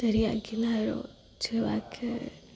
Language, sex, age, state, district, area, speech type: Gujarati, female, 18-30, Gujarat, Rajkot, urban, spontaneous